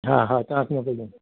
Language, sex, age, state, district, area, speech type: Sindhi, male, 60+, Delhi, South Delhi, rural, conversation